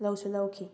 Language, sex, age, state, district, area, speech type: Manipuri, female, 18-30, Manipur, Thoubal, rural, spontaneous